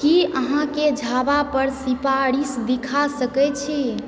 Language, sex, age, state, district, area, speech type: Maithili, female, 45-60, Bihar, Supaul, rural, read